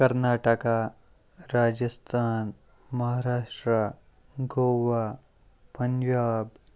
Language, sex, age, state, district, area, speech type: Kashmiri, male, 30-45, Jammu and Kashmir, Kupwara, rural, spontaneous